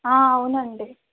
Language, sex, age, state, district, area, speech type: Telugu, female, 45-60, Andhra Pradesh, East Godavari, rural, conversation